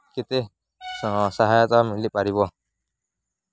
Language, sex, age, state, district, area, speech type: Odia, male, 18-30, Odisha, Nuapada, rural, spontaneous